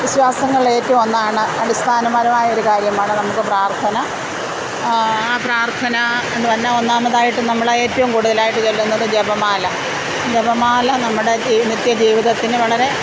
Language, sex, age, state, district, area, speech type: Malayalam, female, 45-60, Kerala, Pathanamthitta, rural, spontaneous